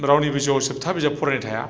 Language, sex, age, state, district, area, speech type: Bodo, male, 45-60, Assam, Chirang, urban, spontaneous